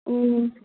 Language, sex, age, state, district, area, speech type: Manipuri, female, 18-30, Manipur, Churachandpur, urban, conversation